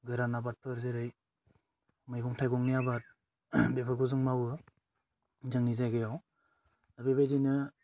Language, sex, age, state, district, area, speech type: Bodo, male, 18-30, Assam, Udalguri, rural, spontaneous